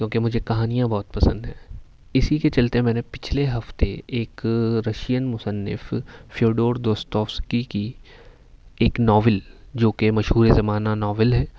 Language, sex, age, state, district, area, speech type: Urdu, male, 18-30, Uttar Pradesh, Ghaziabad, urban, spontaneous